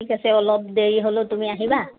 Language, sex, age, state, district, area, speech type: Assamese, female, 30-45, Assam, Dibrugarh, rural, conversation